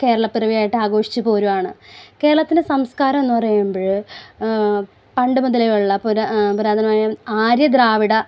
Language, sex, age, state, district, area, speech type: Malayalam, female, 30-45, Kerala, Ernakulam, rural, spontaneous